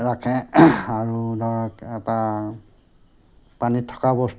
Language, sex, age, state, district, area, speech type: Assamese, male, 45-60, Assam, Golaghat, rural, spontaneous